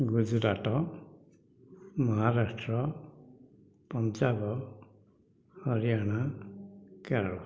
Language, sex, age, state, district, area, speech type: Odia, male, 60+, Odisha, Dhenkanal, rural, spontaneous